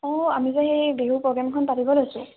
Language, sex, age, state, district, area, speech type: Assamese, female, 18-30, Assam, Sivasagar, rural, conversation